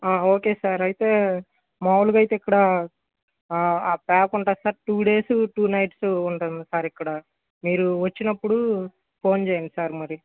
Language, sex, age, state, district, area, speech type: Telugu, male, 18-30, Andhra Pradesh, Guntur, urban, conversation